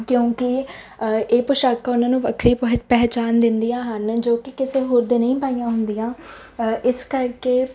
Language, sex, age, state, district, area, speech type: Punjabi, female, 18-30, Punjab, Mansa, rural, spontaneous